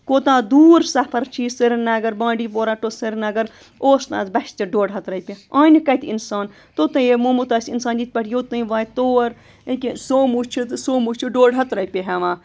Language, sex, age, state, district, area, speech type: Kashmiri, female, 30-45, Jammu and Kashmir, Bandipora, rural, spontaneous